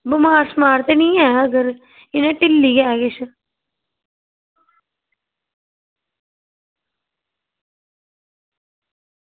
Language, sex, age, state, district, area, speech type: Dogri, female, 18-30, Jammu and Kashmir, Reasi, rural, conversation